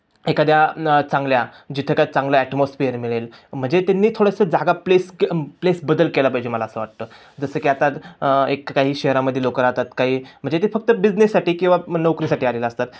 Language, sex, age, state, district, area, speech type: Marathi, male, 18-30, Maharashtra, Ahmednagar, urban, spontaneous